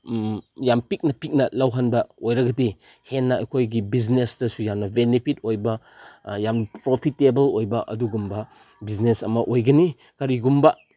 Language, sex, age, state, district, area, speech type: Manipuri, male, 30-45, Manipur, Chandel, rural, spontaneous